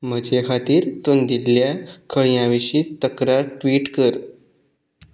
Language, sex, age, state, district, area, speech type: Goan Konkani, male, 18-30, Goa, Quepem, rural, read